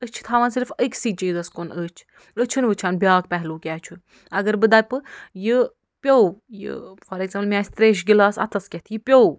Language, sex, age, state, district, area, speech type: Kashmiri, female, 45-60, Jammu and Kashmir, Budgam, rural, spontaneous